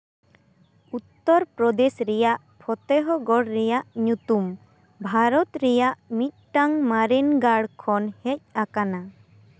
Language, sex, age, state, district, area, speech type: Santali, female, 18-30, West Bengal, Bankura, rural, read